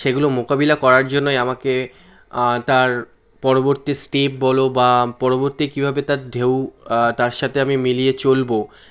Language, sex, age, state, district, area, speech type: Bengali, male, 18-30, West Bengal, Kolkata, urban, spontaneous